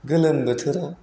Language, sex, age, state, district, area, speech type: Bodo, male, 18-30, Assam, Chirang, rural, spontaneous